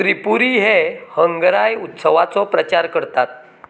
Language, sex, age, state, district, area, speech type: Goan Konkani, male, 45-60, Goa, Canacona, rural, read